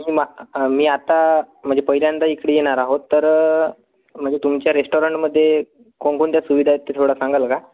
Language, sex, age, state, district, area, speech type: Marathi, male, 18-30, Maharashtra, Gadchiroli, rural, conversation